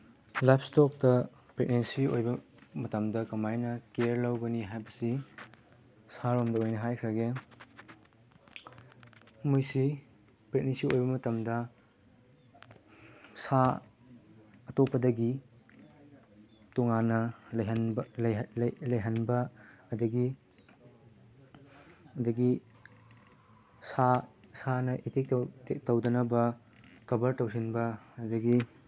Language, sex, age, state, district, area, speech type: Manipuri, male, 18-30, Manipur, Chandel, rural, spontaneous